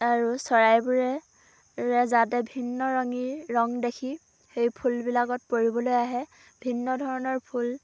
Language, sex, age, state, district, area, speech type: Assamese, female, 18-30, Assam, Dhemaji, rural, spontaneous